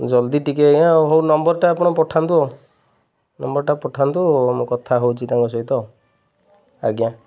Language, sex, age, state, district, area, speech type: Odia, male, 30-45, Odisha, Jagatsinghpur, rural, spontaneous